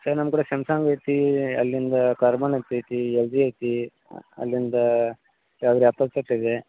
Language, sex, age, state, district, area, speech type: Kannada, male, 30-45, Karnataka, Vijayapura, rural, conversation